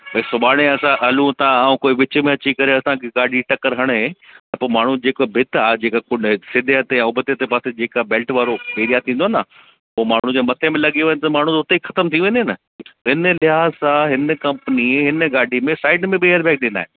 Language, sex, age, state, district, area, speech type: Sindhi, male, 30-45, Delhi, South Delhi, urban, conversation